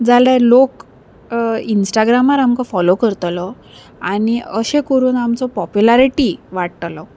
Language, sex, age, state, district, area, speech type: Goan Konkani, female, 30-45, Goa, Salcete, urban, spontaneous